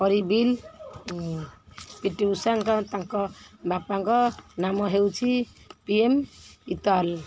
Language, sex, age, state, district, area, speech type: Odia, female, 60+, Odisha, Kendrapara, urban, spontaneous